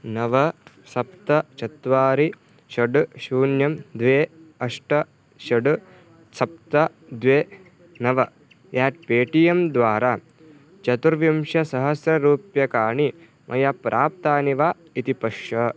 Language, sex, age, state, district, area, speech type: Sanskrit, male, 18-30, Karnataka, Vijayapura, rural, read